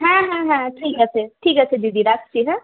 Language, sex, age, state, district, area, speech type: Bengali, female, 18-30, West Bengal, Malda, rural, conversation